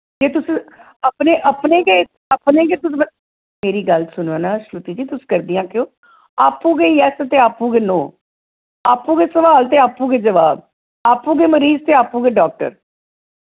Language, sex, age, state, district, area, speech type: Dogri, female, 45-60, Jammu and Kashmir, Jammu, urban, conversation